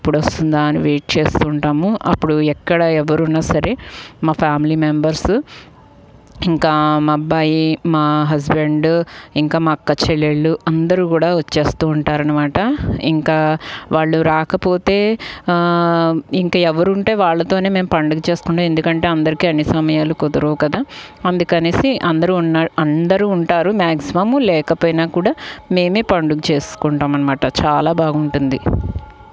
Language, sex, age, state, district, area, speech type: Telugu, female, 45-60, Andhra Pradesh, Guntur, urban, spontaneous